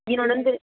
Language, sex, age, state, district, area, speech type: Tamil, female, 18-30, Tamil Nadu, Thanjavur, rural, conversation